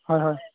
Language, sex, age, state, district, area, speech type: Assamese, male, 18-30, Assam, Golaghat, rural, conversation